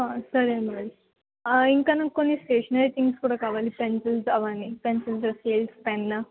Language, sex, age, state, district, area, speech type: Telugu, female, 18-30, Telangana, Yadadri Bhuvanagiri, urban, conversation